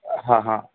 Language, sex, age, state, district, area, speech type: Gujarati, male, 30-45, Gujarat, Ahmedabad, urban, conversation